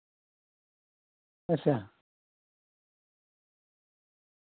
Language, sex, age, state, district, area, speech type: Dogri, female, 45-60, Jammu and Kashmir, Reasi, rural, conversation